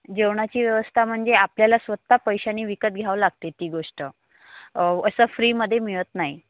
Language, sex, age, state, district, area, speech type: Marathi, female, 30-45, Maharashtra, Wardha, rural, conversation